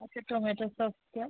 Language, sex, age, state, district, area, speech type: Marathi, female, 45-60, Maharashtra, Amravati, rural, conversation